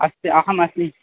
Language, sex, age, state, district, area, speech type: Sanskrit, male, 18-30, Assam, Tinsukia, rural, conversation